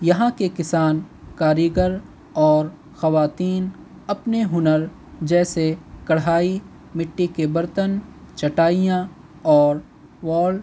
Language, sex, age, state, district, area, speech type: Urdu, male, 18-30, Delhi, North East Delhi, urban, spontaneous